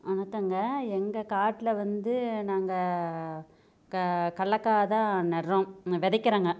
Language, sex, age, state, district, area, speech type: Tamil, female, 45-60, Tamil Nadu, Namakkal, rural, spontaneous